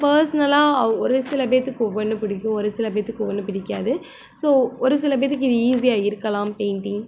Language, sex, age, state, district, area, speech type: Tamil, female, 18-30, Tamil Nadu, Madurai, rural, spontaneous